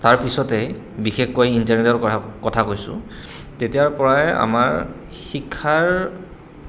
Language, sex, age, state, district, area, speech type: Assamese, male, 30-45, Assam, Goalpara, urban, spontaneous